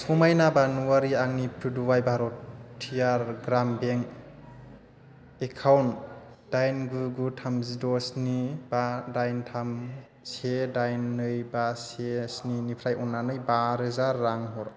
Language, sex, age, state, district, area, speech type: Bodo, male, 30-45, Assam, Chirang, urban, read